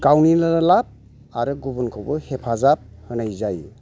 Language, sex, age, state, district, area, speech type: Bodo, male, 45-60, Assam, Chirang, rural, spontaneous